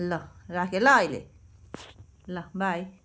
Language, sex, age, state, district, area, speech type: Nepali, female, 30-45, West Bengal, Darjeeling, rural, spontaneous